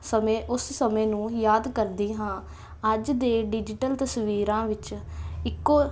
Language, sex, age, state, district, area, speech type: Punjabi, female, 18-30, Punjab, Jalandhar, urban, spontaneous